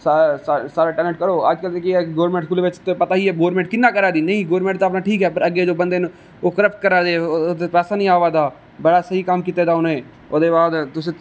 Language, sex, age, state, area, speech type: Dogri, male, 18-30, Jammu and Kashmir, rural, spontaneous